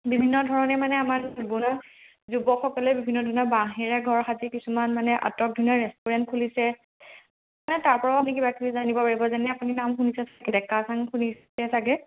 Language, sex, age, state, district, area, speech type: Assamese, female, 18-30, Assam, Majuli, urban, conversation